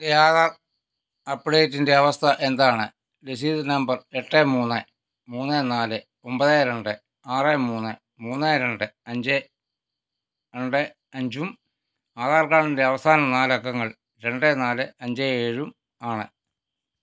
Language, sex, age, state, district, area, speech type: Malayalam, male, 60+, Kerala, Pathanamthitta, urban, read